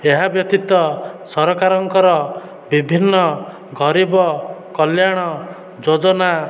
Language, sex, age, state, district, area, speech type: Odia, male, 30-45, Odisha, Dhenkanal, rural, spontaneous